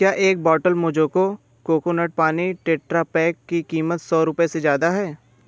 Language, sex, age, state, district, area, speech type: Hindi, male, 18-30, Uttar Pradesh, Bhadohi, urban, read